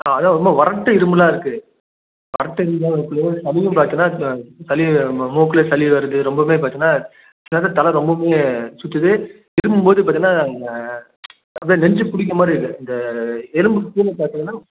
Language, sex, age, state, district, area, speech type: Tamil, male, 30-45, Tamil Nadu, Salem, urban, conversation